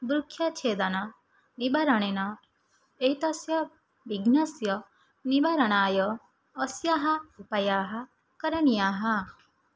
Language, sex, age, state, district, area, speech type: Sanskrit, female, 18-30, Odisha, Nayagarh, rural, spontaneous